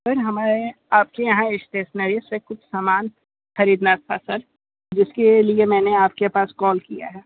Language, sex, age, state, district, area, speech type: Hindi, male, 60+, Uttar Pradesh, Sonbhadra, rural, conversation